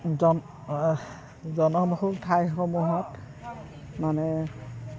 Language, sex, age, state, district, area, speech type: Assamese, female, 60+, Assam, Goalpara, urban, spontaneous